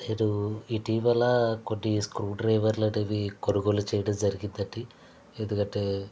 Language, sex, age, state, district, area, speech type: Telugu, male, 60+, Andhra Pradesh, Konaseema, rural, spontaneous